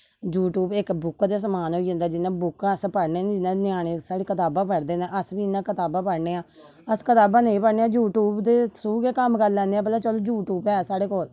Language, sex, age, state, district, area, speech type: Dogri, female, 30-45, Jammu and Kashmir, Samba, rural, spontaneous